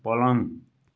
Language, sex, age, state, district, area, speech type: Nepali, male, 45-60, West Bengal, Kalimpong, rural, read